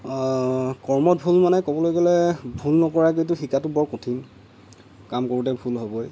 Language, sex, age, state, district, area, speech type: Assamese, male, 30-45, Assam, Lakhimpur, rural, spontaneous